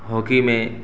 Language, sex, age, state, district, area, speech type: Urdu, male, 30-45, Uttar Pradesh, Saharanpur, urban, spontaneous